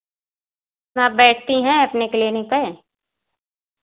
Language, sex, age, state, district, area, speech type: Hindi, female, 45-60, Uttar Pradesh, Ayodhya, rural, conversation